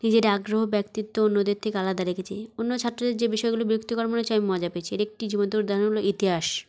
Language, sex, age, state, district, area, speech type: Bengali, female, 30-45, West Bengal, South 24 Parganas, rural, spontaneous